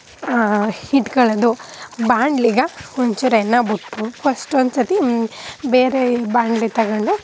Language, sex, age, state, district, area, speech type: Kannada, female, 18-30, Karnataka, Chamarajanagar, rural, spontaneous